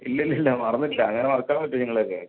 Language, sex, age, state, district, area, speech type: Malayalam, male, 30-45, Kerala, Palakkad, rural, conversation